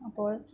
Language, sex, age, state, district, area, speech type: Malayalam, female, 30-45, Kerala, Pathanamthitta, rural, spontaneous